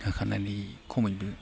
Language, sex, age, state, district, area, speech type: Bodo, male, 18-30, Assam, Baksa, rural, spontaneous